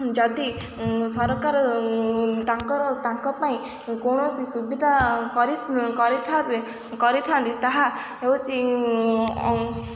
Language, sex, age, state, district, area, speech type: Odia, female, 18-30, Odisha, Kendrapara, urban, spontaneous